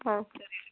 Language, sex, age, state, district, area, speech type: Kannada, female, 18-30, Karnataka, Kolar, rural, conversation